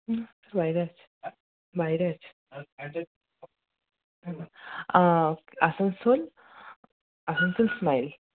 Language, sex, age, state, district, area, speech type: Bengali, male, 60+, West Bengal, Paschim Bardhaman, urban, conversation